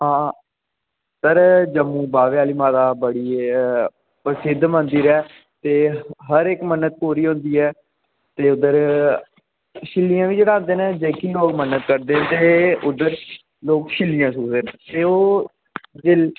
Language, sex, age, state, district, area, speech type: Dogri, male, 18-30, Jammu and Kashmir, Jammu, urban, conversation